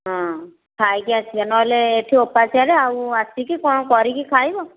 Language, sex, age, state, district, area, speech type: Odia, female, 60+, Odisha, Dhenkanal, rural, conversation